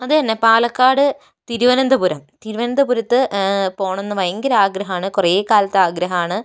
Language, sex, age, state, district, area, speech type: Malayalam, female, 60+, Kerala, Kozhikode, rural, spontaneous